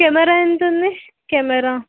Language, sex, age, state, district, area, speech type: Telugu, female, 18-30, Telangana, Suryapet, urban, conversation